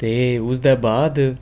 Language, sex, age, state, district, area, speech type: Dogri, male, 30-45, Jammu and Kashmir, Udhampur, rural, spontaneous